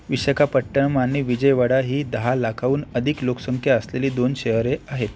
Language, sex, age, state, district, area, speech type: Marathi, male, 18-30, Maharashtra, Akola, rural, read